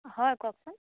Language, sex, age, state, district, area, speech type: Assamese, female, 18-30, Assam, Majuli, urban, conversation